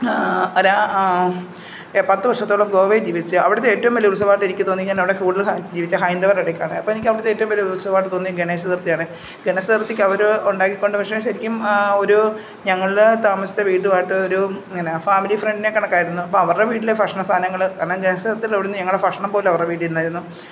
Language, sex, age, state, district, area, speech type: Malayalam, female, 45-60, Kerala, Pathanamthitta, rural, spontaneous